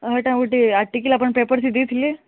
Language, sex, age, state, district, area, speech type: Odia, female, 18-30, Odisha, Subarnapur, urban, conversation